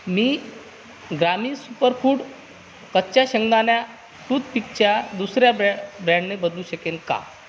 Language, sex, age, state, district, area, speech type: Marathi, male, 45-60, Maharashtra, Akola, rural, read